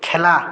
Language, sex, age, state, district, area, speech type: Bengali, male, 60+, West Bengal, Purulia, rural, read